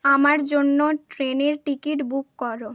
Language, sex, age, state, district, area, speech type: Bengali, female, 18-30, West Bengal, Bankura, rural, read